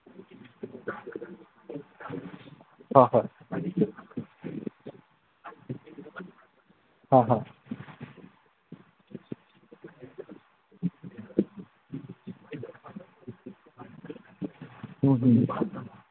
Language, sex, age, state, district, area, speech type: Manipuri, male, 45-60, Manipur, Imphal East, rural, conversation